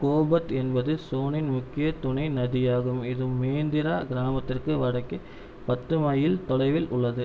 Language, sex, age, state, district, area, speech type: Tamil, male, 18-30, Tamil Nadu, Erode, rural, read